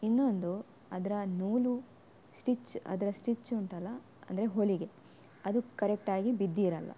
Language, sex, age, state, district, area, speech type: Kannada, female, 18-30, Karnataka, Udupi, rural, spontaneous